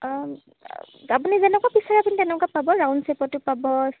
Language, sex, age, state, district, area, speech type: Assamese, female, 18-30, Assam, Golaghat, urban, conversation